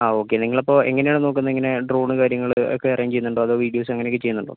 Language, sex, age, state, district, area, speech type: Malayalam, other, 45-60, Kerala, Kozhikode, urban, conversation